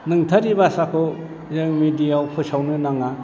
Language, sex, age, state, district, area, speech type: Bodo, male, 60+, Assam, Chirang, rural, spontaneous